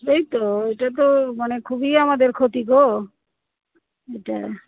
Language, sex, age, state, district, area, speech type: Bengali, female, 45-60, West Bengal, Alipurduar, rural, conversation